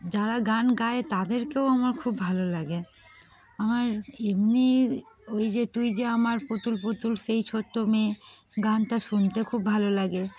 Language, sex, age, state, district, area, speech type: Bengali, female, 18-30, West Bengal, Darjeeling, urban, spontaneous